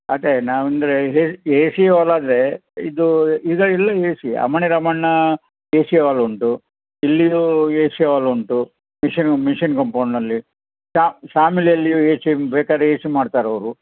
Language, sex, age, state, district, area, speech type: Kannada, male, 60+, Karnataka, Udupi, rural, conversation